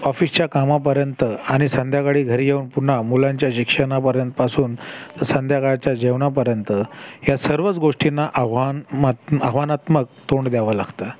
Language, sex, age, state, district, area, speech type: Marathi, male, 30-45, Maharashtra, Thane, urban, spontaneous